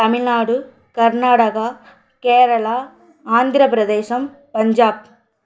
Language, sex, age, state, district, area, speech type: Tamil, female, 18-30, Tamil Nadu, Madurai, urban, spontaneous